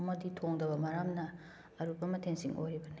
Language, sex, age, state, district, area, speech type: Manipuri, female, 30-45, Manipur, Kakching, rural, spontaneous